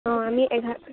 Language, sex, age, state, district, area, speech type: Assamese, female, 18-30, Assam, Lakhimpur, rural, conversation